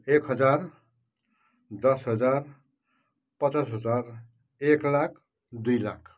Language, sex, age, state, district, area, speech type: Nepali, male, 60+, West Bengal, Kalimpong, rural, spontaneous